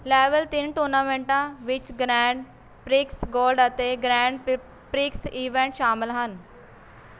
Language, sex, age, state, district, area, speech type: Punjabi, female, 18-30, Punjab, Shaheed Bhagat Singh Nagar, rural, read